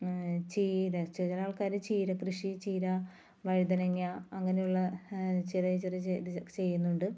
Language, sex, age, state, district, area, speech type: Malayalam, female, 30-45, Kerala, Ernakulam, rural, spontaneous